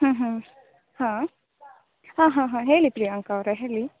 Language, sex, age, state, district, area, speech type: Kannada, female, 18-30, Karnataka, Chikkamagaluru, rural, conversation